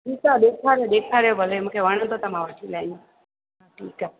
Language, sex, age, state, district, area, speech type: Sindhi, female, 45-60, Gujarat, Junagadh, urban, conversation